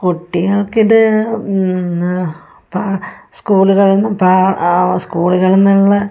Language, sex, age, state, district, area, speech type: Malayalam, female, 45-60, Kerala, Wayanad, rural, spontaneous